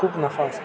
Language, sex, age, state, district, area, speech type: Marathi, male, 18-30, Maharashtra, Sindhudurg, rural, spontaneous